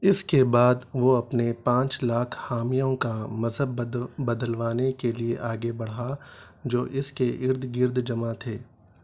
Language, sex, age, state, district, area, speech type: Urdu, male, 30-45, Telangana, Hyderabad, urban, read